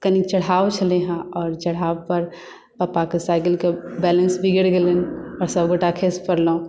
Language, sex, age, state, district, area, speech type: Maithili, female, 18-30, Bihar, Madhubani, rural, spontaneous